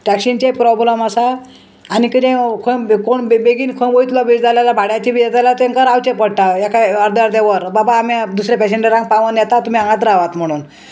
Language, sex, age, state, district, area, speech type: Goan Konkani, female, 60+, Goa, Salcete, rural, spontaneous